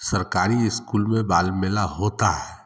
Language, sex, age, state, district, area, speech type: Hindi, male, 30-45, Bihar, Samastipur, rural, spontaneous